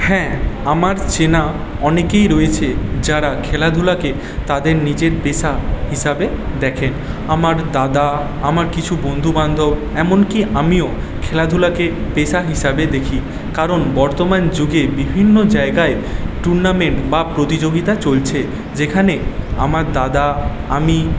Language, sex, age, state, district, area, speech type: Bengali, male, 18-30, West Bengal, Paschim Medinipur, rural, spontaneous